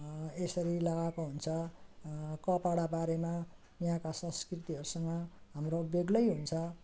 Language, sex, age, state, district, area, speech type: Nepali, female, 60+, West Bengal, Jalpaiguri, rural, spontaneous